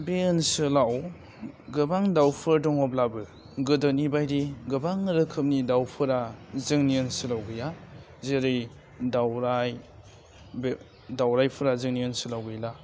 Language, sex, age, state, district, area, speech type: Bodo, male, 18-30, Assam, Udalguri, urban, spontaneous